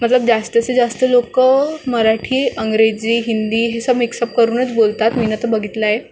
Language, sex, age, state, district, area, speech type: Marathi, female, 18-30, Maharashtra, Nagpur, urban, spontaneous